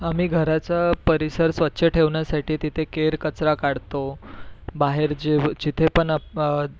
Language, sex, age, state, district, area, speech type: Marathi, male, 18-30, Maharashtra, Nagpur, urban, spontaneous